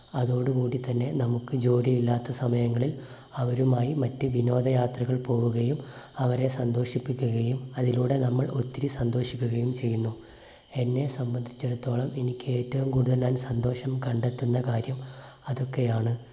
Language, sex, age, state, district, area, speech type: Malayalam, male, 18-30, Kerala, Wayanad, rural, spontaneous